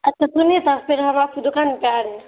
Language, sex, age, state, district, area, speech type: Urdu, female, 18-30, Bihar, Saharsa, rural, conversation